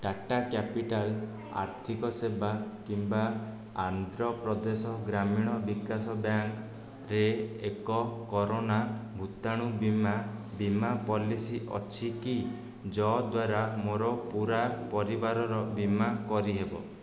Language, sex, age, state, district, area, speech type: Odia, male, 18-30, Odisha, Khordha, rural, read